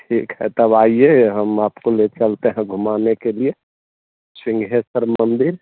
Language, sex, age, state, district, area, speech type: Hindi, male, 45-60, Bihar, Madhepura, rural, conversation